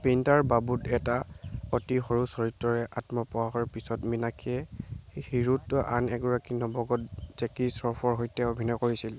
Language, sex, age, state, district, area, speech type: Assamese, male, 18-30, Assam, Dibrugarh, rural, read